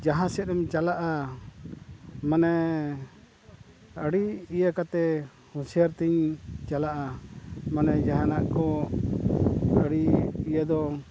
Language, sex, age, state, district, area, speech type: Santali, male, 60+, Odisha, Mayurbhanj, rural, spontaneous